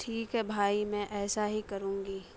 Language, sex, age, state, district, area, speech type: Urdu, female, 18-30, Bihar, Saharsa, rural, spontaneous